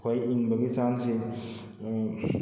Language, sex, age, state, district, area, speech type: Manipuri, male, 30-45, Manipur, Kakching, rural, spontaneous